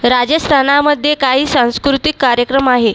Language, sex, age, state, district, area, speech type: Marathi, female, 18-30, Maharashtra, Buldhana, rural, read